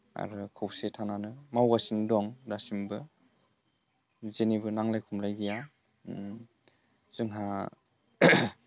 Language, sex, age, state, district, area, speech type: Bodo, male, 18-30, Assam, Udalguri, rural, spontaneous